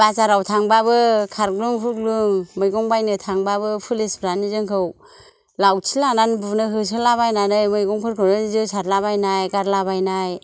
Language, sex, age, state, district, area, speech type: Bodo, female, 60+, Assam, Kokrajhar, rural, spontaneous